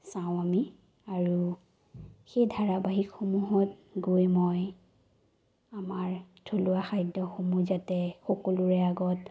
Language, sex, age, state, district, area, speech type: Assamese, female, 30-45, Assam, Sonitpur, rural, spontaneous